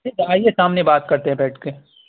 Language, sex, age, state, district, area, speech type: Urdu, male, 18-30, Bihar, Purnia, rural, conversation